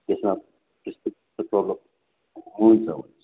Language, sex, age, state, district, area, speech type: Nepali, male, 45-60, West Bengal, Darjeeling, rural, conversation